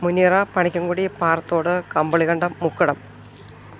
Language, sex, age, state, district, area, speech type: Malayalam, female, 45-60, Kerala, Idukki, rural, spontaneous